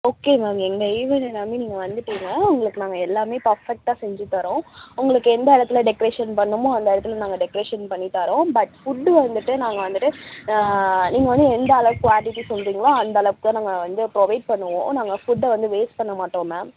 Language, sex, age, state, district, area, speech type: Tamil, female, 45-60, Tamil Nadu, Tiruvarur, rural, conversation